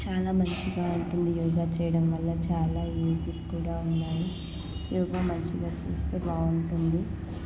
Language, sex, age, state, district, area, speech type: Telugu, female, 18-30, Telangana, Hyderabad, urban, spontaneous